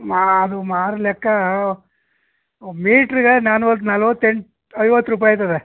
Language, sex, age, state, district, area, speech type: Kannada, male, 60+, Karnataka, Mysore, urban, conversation